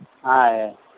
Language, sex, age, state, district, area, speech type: Telugu, male, 60+, Andhra Pradesh, Eluru, rural, conversation